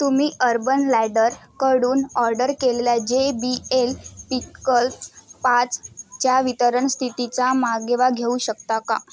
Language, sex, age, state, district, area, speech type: Marathi, female, 18-30, Maharashtra, Wardha, rural, read